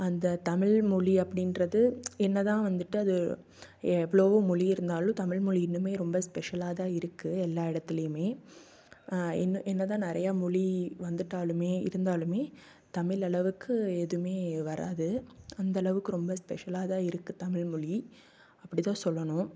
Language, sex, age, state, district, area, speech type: Tamil, female, 18-30, Tamil Nadu, Tiruppur, rural, spontaneous